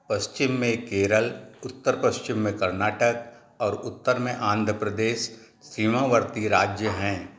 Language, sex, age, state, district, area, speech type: Hindi, male, 60+, Madhya Pradesh, Balaghat, rural, read